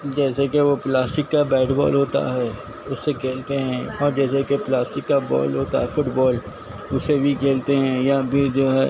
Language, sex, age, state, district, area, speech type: Urdu, male, 60+, Telangana, Hyderabad, urban, spontaneous